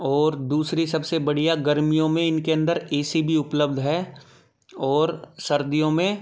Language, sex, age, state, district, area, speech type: Hindi, male, 18-30, Madhya Pradesh, Gwalior, rural, spontaneous